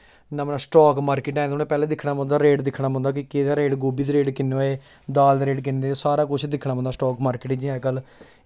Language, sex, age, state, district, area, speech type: Dogri, male, 18-30, Jammu and Kashmir, Samba, rural, spontaneous